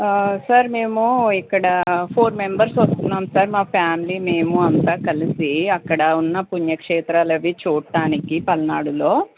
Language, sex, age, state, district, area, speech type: Telugu, male, 18-30, Andhra Pradesh, Guntur, urban, conversation